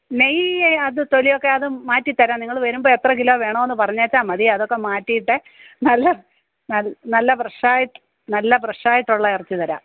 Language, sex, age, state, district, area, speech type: Malayalam, female, 60+, Kerala, Pathanamthitta, rural, conversation